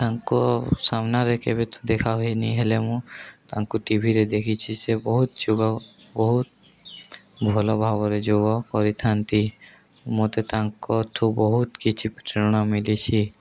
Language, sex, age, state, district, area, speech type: Odia, male, 18-30, Odisha, Nuapada, urban, spontaneous